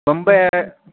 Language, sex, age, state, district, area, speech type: Urdu, male, 30-45, Bihar, Khagaria, rural, conversation